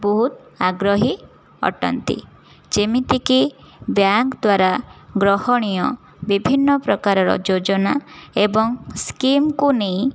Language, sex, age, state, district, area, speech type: Odia, female, 18-30, Odisha, Jajpur, rural, spontaneous